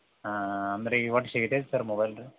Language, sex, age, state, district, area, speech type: Kannada, male, 30-45, Karnataka, Belgaum, rural, conversation